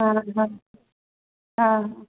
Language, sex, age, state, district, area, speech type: Odia, female, 45-60, Odisha, Angul, rural, conversation